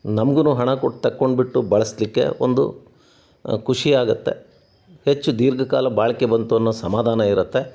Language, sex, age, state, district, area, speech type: Kannada, male, 60+, Karnataka, Chitradurga, rural, spontaneous